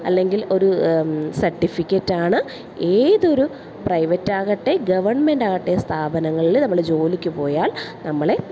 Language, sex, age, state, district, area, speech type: Malayalam, female, 30-45, Kerala, Alappuzha, urban, spontaneous